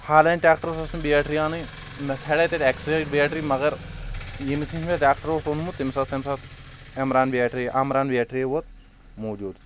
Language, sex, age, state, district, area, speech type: Kashmiri, male, 18-30, Jammu and Kashmir, Shopian, rural, spontaneous